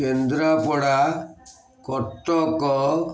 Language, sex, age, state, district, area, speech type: Odia, male, 45-60, Odisha, Kendrapara, urban, spontaneous